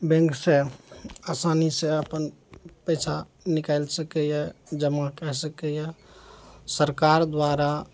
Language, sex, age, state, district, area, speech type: Maithili, male, 45-60, Bihar, Araria, rural, spontaneous